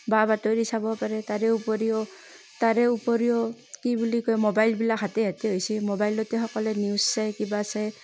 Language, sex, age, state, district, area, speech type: Assamese, female, 30-45, Assam, Barpeta, rural, spontaneous